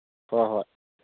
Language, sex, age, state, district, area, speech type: Manipuri, male, 30-45, Manipur, Churachandpur, rural, conversation